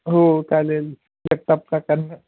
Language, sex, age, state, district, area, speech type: Marathi, male, 18-30, Maharashtra, Osmanabad, rural, conversation